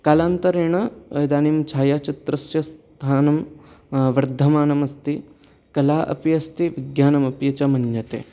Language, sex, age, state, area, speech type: Sanskrit, male, 18-30, Haryana, urban, spontaneous